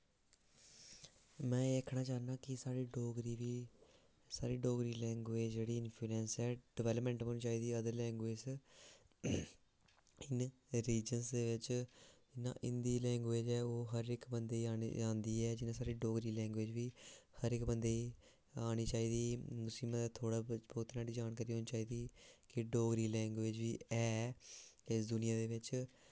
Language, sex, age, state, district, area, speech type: Dogri, male, 18-30, Jammu and Kashmir, Samba, urban, spontaneous